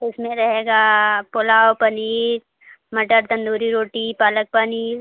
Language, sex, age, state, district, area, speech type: Hindi, female, 18-30, Uttar Pradesh, Prayagraj, urban, conversation